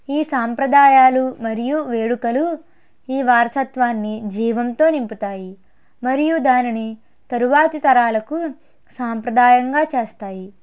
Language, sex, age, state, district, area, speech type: Telugu, female, 18-30, Andhra Pradesh, Konaseema, rural, spontaneous